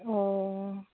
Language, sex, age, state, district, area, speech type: Manipuri, female, 45-60, Manipur, Ukhrul, rural, conversation